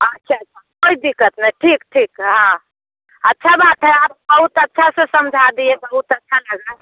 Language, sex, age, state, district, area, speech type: Hindi, female, 60+, Bihar, Muzaffarpur, rural, conversation